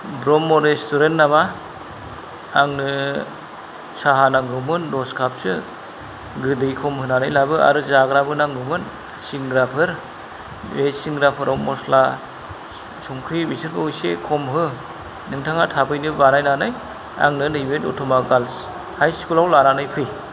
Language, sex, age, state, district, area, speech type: Bodo, male, 45-60, Assam, Kokrajhar, rural, spontaneous